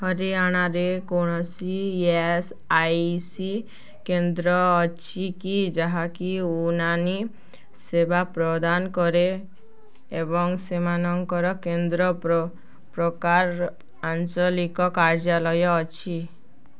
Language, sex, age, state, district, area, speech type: Odia, female, 18-30, Odisha, Balangir, urban, read